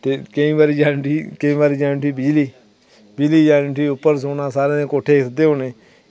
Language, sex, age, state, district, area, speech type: Dogri, male, 30-45, Jammu and Kashmir, Samba, rural, spontaneous